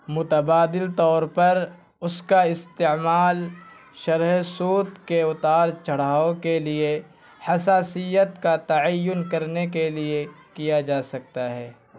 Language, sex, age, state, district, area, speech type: Urdu, male, 18-30, Bihar, Purnia, rural, read